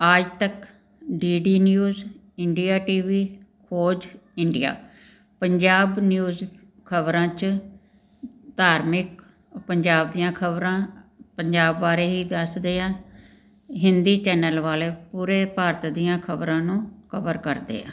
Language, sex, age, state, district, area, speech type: Punjabi, female, 60+, Punjab, Jalandhar, urban, spontaneous